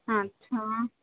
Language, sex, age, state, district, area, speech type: Sindhi, female, 18-30, Rajasthan, Ajmer, urban, conversation